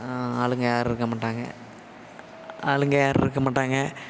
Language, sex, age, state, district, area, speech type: Tamil, male, 18-30, Tamil Nadu, Nagapattinam, rural, spontaneous